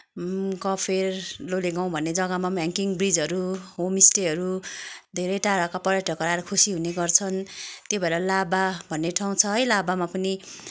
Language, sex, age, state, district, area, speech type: Nepali, female, 30-45, West Bengal, Kalimpong, rural, spontaneous